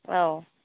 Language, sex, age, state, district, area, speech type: Bodo, female, 45-60, Assam, Kokrajhar, urban, conversation